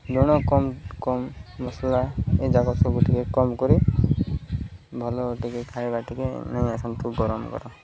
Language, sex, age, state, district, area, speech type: Odia, male, 30-45, Odisha, Koraput, urban, spontaneous